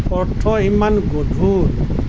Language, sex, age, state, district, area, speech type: Assamese, male, 60+, Assam, Nalbari, rural, spontaneous